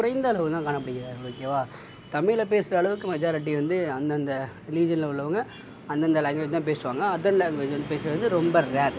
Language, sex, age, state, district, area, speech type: Tamil, male, 60+, Tamil Nadu, Mayiladuthurai, rural, spontaneous